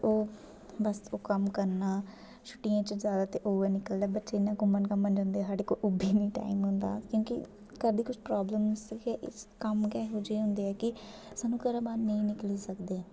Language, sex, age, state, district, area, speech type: Dogri, female, 18-30, Jammu and Kashmir, Jammu, rural, spontaneous